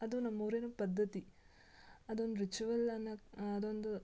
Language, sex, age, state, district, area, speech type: Kannada, female, 18-30, Karnataka, Shimoga, rural, spontaneous